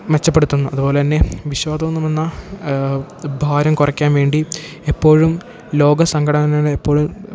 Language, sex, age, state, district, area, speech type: Malayalam, male, 18-30, Kerala, Idukki, rural, spontaneous